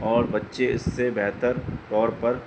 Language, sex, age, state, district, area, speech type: Urdu, male, 30-45, Delhi, North East Delhi, urban, spontaneous